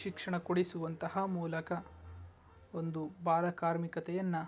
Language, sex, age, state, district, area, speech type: Kannada, male, 18-30, Karnataka, Tumkur, rural, spontaneous